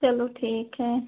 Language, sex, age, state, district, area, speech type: Hindi, female, 45-60, Uttar Pradesh, Ayodhya, rural, conversation